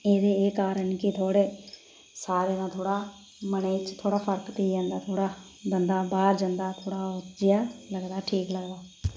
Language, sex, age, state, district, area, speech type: Dogri, female, 30-45, Jammu and Kashmir, Reasi, rural, spontaneous